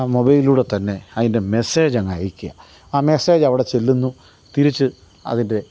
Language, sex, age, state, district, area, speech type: Malayalam, male, 45-60, Kerala, Kottayam, urban, spontaneous